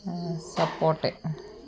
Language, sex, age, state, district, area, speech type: Malayalam, female, 30-45, Kerala, Kollam, rural, spontaneous